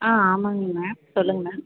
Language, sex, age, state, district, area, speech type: Tamil, female, 18-30, Tamil Nadu, Tirupattur, rural, conversation